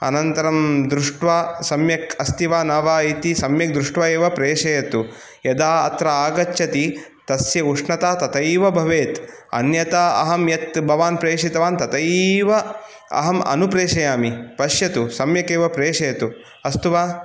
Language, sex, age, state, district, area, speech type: Sanskrit, male, 30-45, Karnataka, Udupi, urban, spontaneous